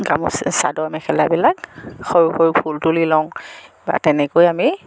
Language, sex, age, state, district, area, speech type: Assamese, female, 60+, Assam, Dibrugarh, rural, spontaneous